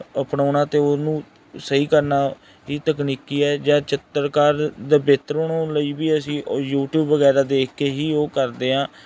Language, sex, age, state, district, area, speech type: Punjabi, male, 18-30, Punjab, Mansa, urban, spontaneous